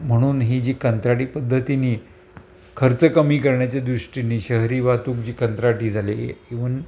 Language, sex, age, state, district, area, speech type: Marathi, male, 60+, Maharashtra, Palghar, urban, spontaneous